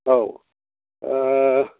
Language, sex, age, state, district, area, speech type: Bodo, male, 30-45, Assam, Udalguri, rural, conversation